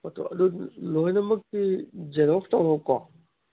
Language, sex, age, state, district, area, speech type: Manipuri, male, 30-45, Manipur, Kangpokpi, urban, conversation